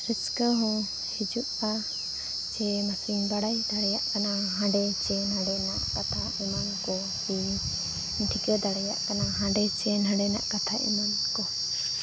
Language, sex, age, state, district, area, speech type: Santali, female, 30-45, Jharkhand, East Singhbhum, rural, spontaneous